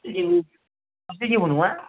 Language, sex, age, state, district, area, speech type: Bodo, male, 30-45, Assam, Baksa, urban, conversation